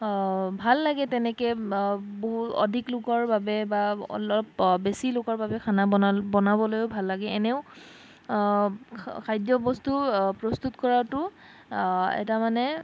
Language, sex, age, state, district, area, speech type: Assamese, female, 30-45, Assam, Sonitpur, rural, spontaneous